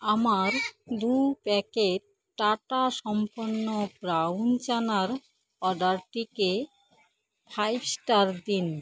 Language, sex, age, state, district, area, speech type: Bengali, female, 30-45, West Bengal, Alipurduar, rural, read